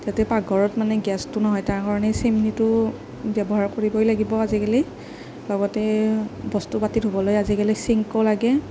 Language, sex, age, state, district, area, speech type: Assamese, female, 18-30, Assam, Nagaon, rural, spontaneous